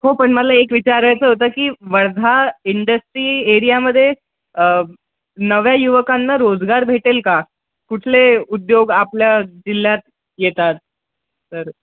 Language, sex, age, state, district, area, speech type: Marathi, male, 18-30, Maharashtra, Wardha, urban, conversation